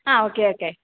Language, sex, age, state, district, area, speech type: Malayalam, female, 18-30, Kerala, Idukki, rural, conversation